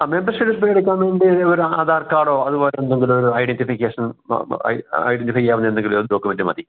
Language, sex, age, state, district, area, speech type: Malayalam, male, 60+, Kerala, Kottayam, rural, conversation